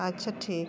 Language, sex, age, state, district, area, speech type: Santali, female, 45-60, Jharkhand, Bokaro, rural, spontaneous